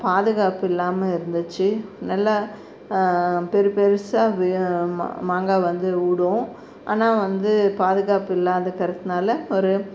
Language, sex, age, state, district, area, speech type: Tamil, female, 45-60, Tamil Nadu, Tirupattur, rural, spontaneous